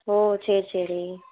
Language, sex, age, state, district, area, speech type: Tamil, female, 18-30, Tamil Nadu, Madurai, urban, conversation